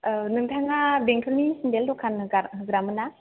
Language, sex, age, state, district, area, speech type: Bodo, female, 18-30, Assam, Chirang, urban, conversation